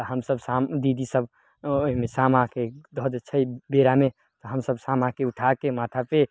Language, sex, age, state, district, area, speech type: Maithili, male, 18-30, Bihar, Samastipur, rural, spontaneous